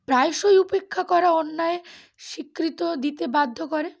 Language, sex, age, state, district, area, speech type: Bengali, female, 18-30, West Bengal, Uttar Dinajpur, urban, spontaneous